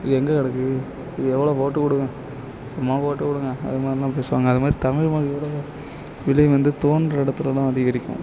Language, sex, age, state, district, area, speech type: Tamil, male, 18-30, Tamil Nadu, Nagapattinam, rural, spontaneous